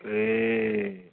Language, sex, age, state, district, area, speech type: Nepali, male, 60+, West Bengal, Kalimpong, rural, conversation